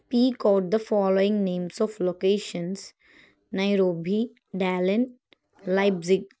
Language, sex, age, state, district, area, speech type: Telugu, female, 30-45, Telangana, Adilabad, rural, spontaneous